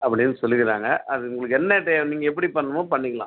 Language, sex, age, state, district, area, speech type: Tamil, male, 45-60, Tamil Nadu, Viluppuram, rural, conversation